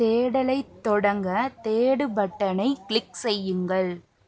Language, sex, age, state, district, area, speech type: Tamil, female, 18-30, Tamil Nadu, Pudukkottai, rural, read